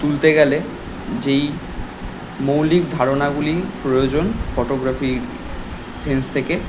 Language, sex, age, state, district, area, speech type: Bengali, male, 18-30, West Bengal, Kolkata, urban, spontaneous